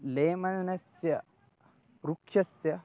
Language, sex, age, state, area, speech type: Sanskrit, male, 18-30, Maharashtra, rural, spontaneous